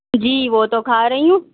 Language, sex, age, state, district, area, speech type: Urdu, male, 18-30, Delhi, Central Delhi, urban, conversation